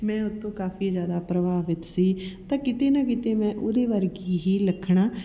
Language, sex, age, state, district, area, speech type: Punjabi, female, 30-45, Punjab, Patiala, urban, spontaneous